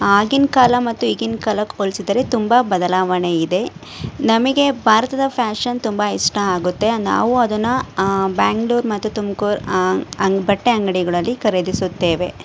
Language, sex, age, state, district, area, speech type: Kannada, female, 60+, Karnataka, Chikkaballapur, urban, spontaneous